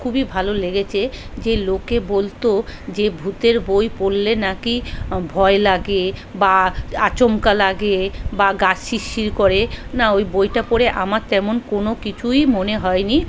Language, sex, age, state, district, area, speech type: Bengali, female, 45-60, West Bengal, South 24 Parganas, rural, spontaneous